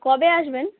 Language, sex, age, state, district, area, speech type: Bengali, female, 18-30, West Bengal, Dakshin Dinajpur, urban, conversation